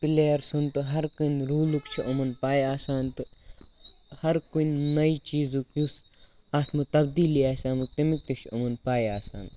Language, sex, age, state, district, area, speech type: Kashmiri, male, 18-30, Jammu and Kashmir, Baramulla, rural, spontaneous